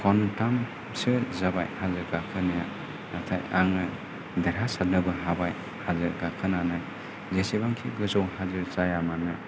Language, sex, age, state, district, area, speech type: Bodo, male, 45-60, Assam, Kokrajhar, rural, spontaneous